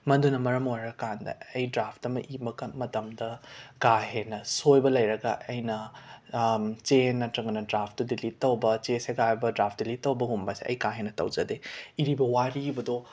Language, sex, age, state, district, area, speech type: Manipuri, male, 18-30, Manipur, Imphal West, rural, spontaneous